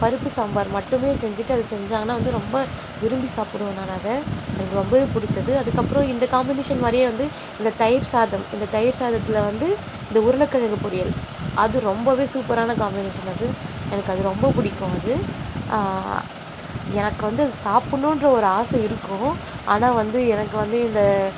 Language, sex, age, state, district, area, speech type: Tamil, female, 30-45, Tamil Nadu, Nagapattinam, rural, spontaneous